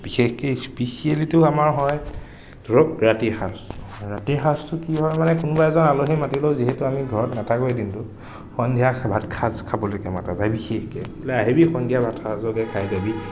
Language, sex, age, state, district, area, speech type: Assamese, male, 18-30, Assam, Nagaon, rural, spontaneous